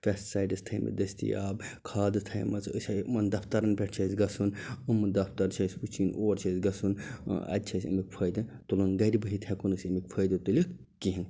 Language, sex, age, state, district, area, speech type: Kashmiri, male, 45-60, Jammu and Kashmir, Baramulla, rural, spontaneous